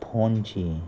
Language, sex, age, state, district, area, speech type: Goan Konkani, male, 30-45, Goa, Salcete, rural, spontaneous